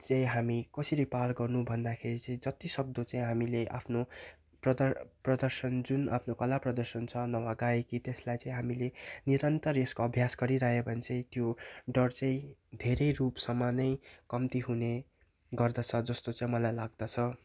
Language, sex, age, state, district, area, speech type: Nepali, male, 18-30, West Bengal, Darjeeling, rural, spontaneous